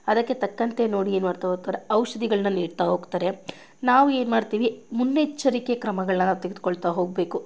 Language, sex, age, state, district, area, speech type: Kannada, female, 30-45, Karnataka, Mandya, rural, spontaneous